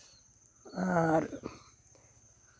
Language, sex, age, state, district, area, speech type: Santali, male, 60+, West Bengal, Bankura, rural, spontaneous